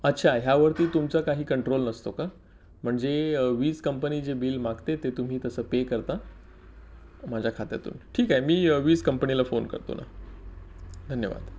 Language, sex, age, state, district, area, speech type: Marathi, male, 30-45, Maharashtra, Palghar, rural, spontaneous